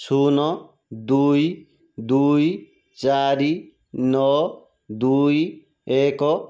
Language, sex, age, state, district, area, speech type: Odia, male, 18-30, Odisha, Jajpur, rural, read